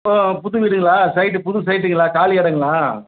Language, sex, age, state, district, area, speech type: Tamil, male, 60+, Tamil Nadu, Erode, urban, conversation